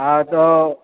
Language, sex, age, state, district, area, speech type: Gujarati, male, 18-30, Gujarat, Valsad, rural, conversation